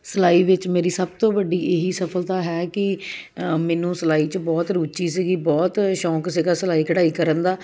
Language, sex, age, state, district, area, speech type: Punjabi, female, 30-45, Punjab, Jalandhar, urban, spontaneous